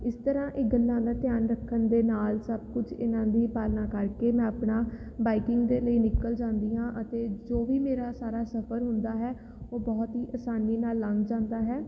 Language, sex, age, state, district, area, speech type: Punjabi, female, 18-30, Punjab, Fatehgarh Sahib, urban, spontaneous